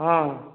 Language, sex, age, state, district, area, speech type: Odia, male, 18-30, Odisha, Boudh, rural, conversation